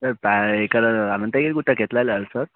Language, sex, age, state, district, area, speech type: Telugu, male, 18-30, Telangana, Vikarabad, urban, conversation